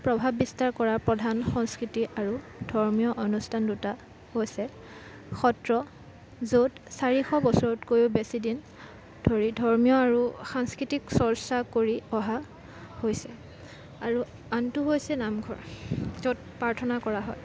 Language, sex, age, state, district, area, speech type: Assamese, female, 18-30, Assam, Kamrup Metropolitan, urban, spontaneous